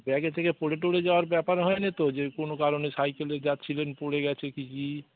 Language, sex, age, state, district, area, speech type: Bengali, male, 45-60, West Bengal, Dakshin Dinajpur, rural, conversation